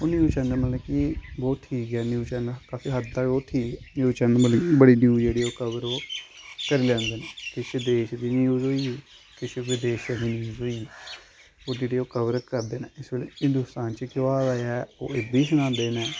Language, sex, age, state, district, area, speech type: Dogri, male, 18-30, Jammu and Kashmir, Samba, urban, spontaneous